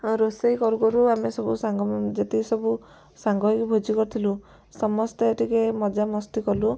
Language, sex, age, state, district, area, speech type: Odia, female, 18-30, Odisha, Kendujhar, urban, spontaneous